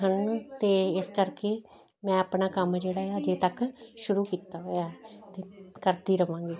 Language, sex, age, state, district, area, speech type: Punjabi, female, 60+, Punjab, Jalandhar, urban, spontaneous